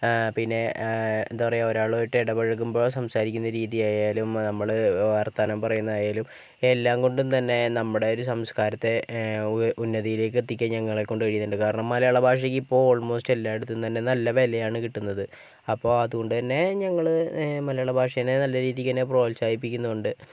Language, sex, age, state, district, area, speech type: Malayalam, male, 18-30, Kerala, Kozhikode, urban, spontaneous